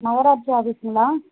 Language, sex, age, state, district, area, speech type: Tamil, female, 45-60, Tamil Nadu, Thanjavur, rural, conversation